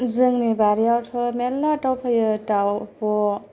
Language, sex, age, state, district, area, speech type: Bodo, female, 18-30, Assam, Kokrajhar, urban, spontaneous